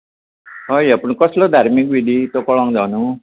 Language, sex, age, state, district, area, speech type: Goan Konkani, male, 60+, Goa, Bardez, rural, conversation